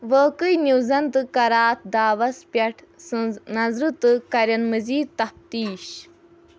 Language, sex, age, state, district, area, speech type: Kashmiri, female, 18-30, Jammu and Kashmir, Anantnag, rural, read